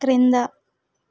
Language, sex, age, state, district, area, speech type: Telugu, female, 18-30, Telangana, Hyderabad, rural, read